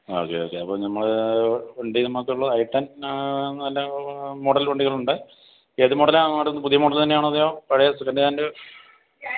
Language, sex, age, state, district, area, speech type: Malayalam, male, 45-60, Kerala, Idukki, rural, conversation